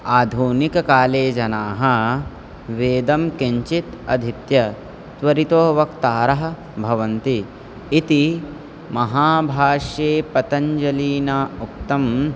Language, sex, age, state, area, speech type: Sanskrit, male, 18-30, Uttar Pradesh, rural, spontaneous